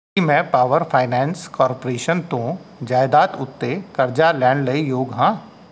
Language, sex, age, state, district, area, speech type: Punjabi, male, 45-60, Punjab, Rupnagar, rural, read